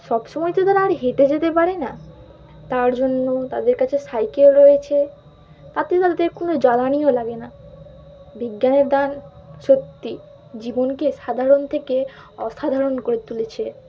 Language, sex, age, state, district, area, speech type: Bengali, female, 18-30, West Bengal, Malda, urban, spontaneous